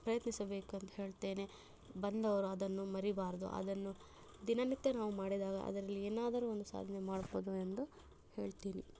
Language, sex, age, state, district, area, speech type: Kannada, female, 30-45, Karnataka, Chikkaballapur, rural, spontaneous